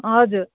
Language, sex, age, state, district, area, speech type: Nepali, female, 45-60, West Bengal, Jalpaiguri, rural, conversation